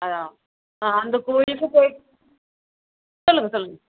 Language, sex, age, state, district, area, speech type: Tamil, female, 30-45, Tamil Nadu, Tiruvallur, rural, conversation